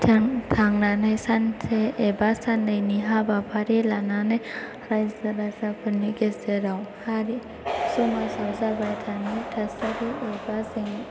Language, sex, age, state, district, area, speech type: Bodo, female, 18-30, Assam, Chirang, rural, spontaneous